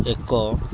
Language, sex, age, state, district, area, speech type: Odia, male, 30-45, Odisha, Kendrapara, urban, spontaneous